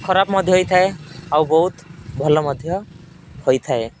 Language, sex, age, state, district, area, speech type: Odia, male, 18-30, Odisha, Rayagada, rural, spontaneous